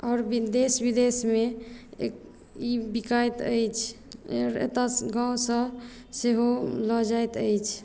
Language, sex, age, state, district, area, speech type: Maithili, female, 18-30, Bihar, Madhubani, rural, spontaneous